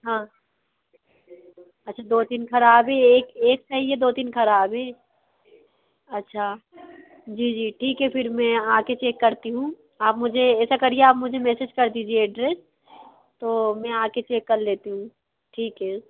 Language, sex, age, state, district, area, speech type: Hindi, female, 30-45, Madhya Pradesh, Bhopal, urban, conversation